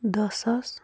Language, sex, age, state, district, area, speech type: Kashmiri, female, 30-45, Jammu and Kashmir, Pulwama, rural, spontaneous